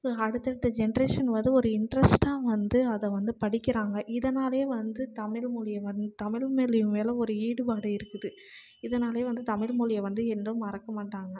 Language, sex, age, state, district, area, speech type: Tamil, female, 18-30, Tamil Nadu, Namakkal, urban, spontaneous